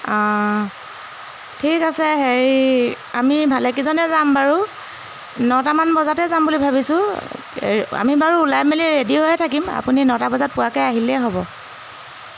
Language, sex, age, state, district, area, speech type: Assamese, female, 30-45, Assam, Jorhat, urban, spontaneous